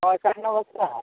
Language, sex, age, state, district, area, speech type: Odia, male, 45-60, Odisha, Nuapada, urban, conversation